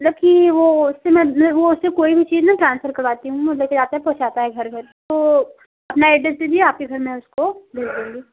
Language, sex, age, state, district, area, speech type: Hindi, female, 18-30, Uttar Pradesh, Prayagraj, rural, conversation